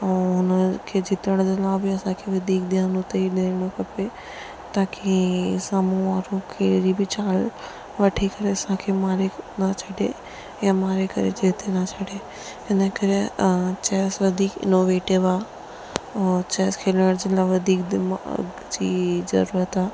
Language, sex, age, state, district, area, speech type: Sindhi, female, 18-30, Rajasthan, Ajmer, urban, spontaneous